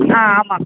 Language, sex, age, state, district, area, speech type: Tamil, female, 18-30, Tamil Nadu, Chengalpattu, rural, conversation